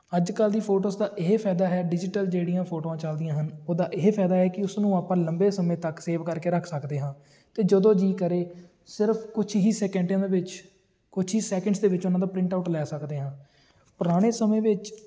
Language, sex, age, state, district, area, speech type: Punjabi, male, 18-30, Punjab, Tarn Taran, urban, spontaneous